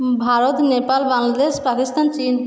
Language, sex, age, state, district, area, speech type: Bengali, female, 30-45, West Bengal, Purba Bardhaman, urban, spontaneous